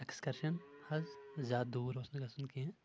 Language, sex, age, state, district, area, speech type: Kashmiri, male, 18-30, Jammu and Kashmir, Shopian, rural, spontaneous